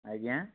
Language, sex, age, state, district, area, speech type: Odia, male, 30-45, Odisha, Bhadrak, rural, conversation